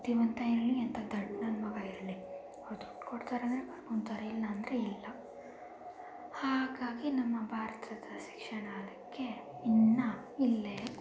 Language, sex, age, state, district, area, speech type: Kannada, female, 18-30, Karnataka, Tumkur, rural, spontaneous